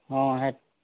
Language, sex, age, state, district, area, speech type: Odia, male, 18-30, Odisha, Bargarh, urban, conversation